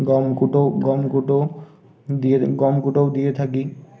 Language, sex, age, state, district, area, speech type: Bengali, male, 18-30, West Bengal, Uttar Dinajpur, urban, spontaneous